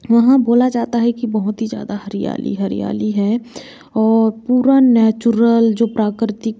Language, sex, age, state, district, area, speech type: Hindi, female, 18-30, Madhya Pradesh, Bhopal, urban, spontaneous